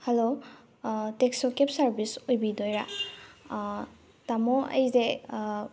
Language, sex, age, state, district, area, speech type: Manipuri, female, 30-45, Manipur, Tengnoupal, rural, spontaneous